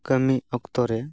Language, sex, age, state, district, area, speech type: Santali, male, 18-30, West Bengal, Purba Bardhaman, rural, spontaneous